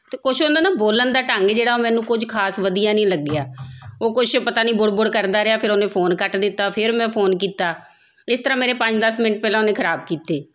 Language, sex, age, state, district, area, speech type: Punjabi, female, 30-45, Punjab, Tarn Taran, urban, spontaneous